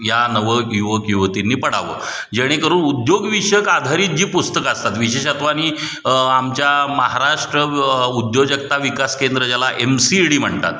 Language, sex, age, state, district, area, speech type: Marathi, male, 45-60, Maharashtra, Satara, urban, spontaneous